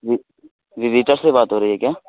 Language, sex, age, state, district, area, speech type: Urdu, male, 30-45, Bihar, Khagaria, rural, conversation